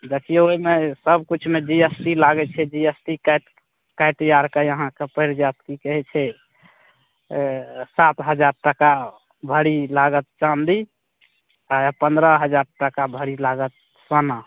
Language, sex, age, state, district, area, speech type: Maithili, male, 30-45, Bihar, Madhepura, rural, conversation